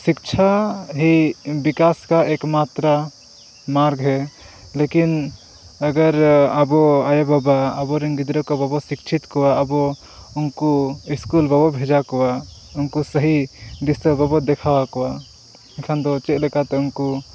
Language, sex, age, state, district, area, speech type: Santali, male, 30-45, Jharkhand, Seraikela Kharsawan, rural, spontaneous